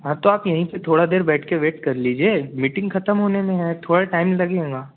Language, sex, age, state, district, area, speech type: Hindi, male, 18-30, Madhya Pradesh, Betul, rural, conversation